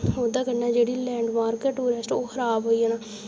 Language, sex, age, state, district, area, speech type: Dogri, female, 18-30, Jammu and Kashmir, Udhampur, rural, spontaneous